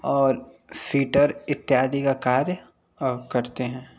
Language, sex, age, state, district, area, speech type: Hindi, male, 18-30, Uttar Pradesh, Sonbhadra, rural, spontaneous